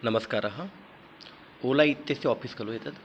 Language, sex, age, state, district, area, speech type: Sanskrit, male, 30-45, Maharashtra, Nagpur, urban, spontaneous